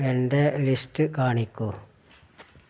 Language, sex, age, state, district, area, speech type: Malayalam, male, 60+, Kerala, Malappuram, rural, read